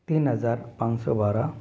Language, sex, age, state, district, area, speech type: Hindi, male, 18-30, Rajasthan, Jaipur, urban, spontaneous